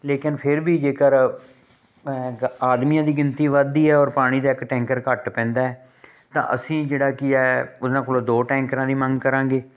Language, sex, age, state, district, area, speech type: Punjabi, male, 30-45, Punjab, Fazilka, rural, spontaneous